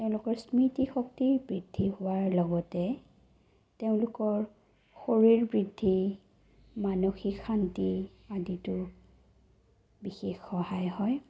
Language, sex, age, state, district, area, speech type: Assamese, female, 30-45, Assam, Sonitpur, rural, spontaneous